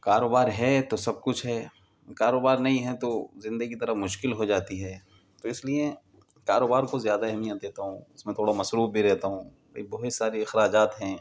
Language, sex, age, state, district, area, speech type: Urdu, male, 18-30, Delhi, Central Delhi, urban, spontaneous